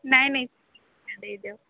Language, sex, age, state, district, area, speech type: Odia, female, 45-60, Odisha, Kandhamal, rural, conversation